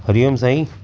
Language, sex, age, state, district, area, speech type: Sindhi, male, 45-60, Maharashtra, Thane, urban, spontaneous